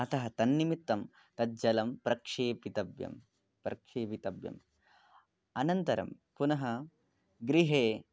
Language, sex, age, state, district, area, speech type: Sanskrit, male, 18-30, West Bengal, Darjeeling, urban, spontaneous